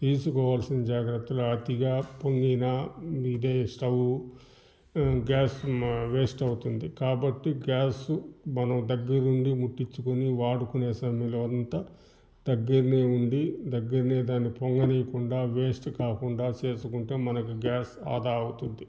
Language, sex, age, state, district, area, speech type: Telugu, male, 60+, Andhra Pradesh, Sri Balaji, urban, spontaneous